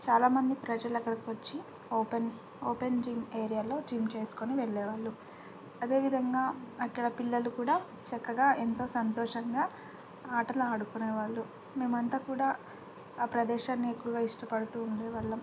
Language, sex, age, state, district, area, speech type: Telugu, female, 18-30, Telangana, Bhadradri Kothagudem, rural, spontaneous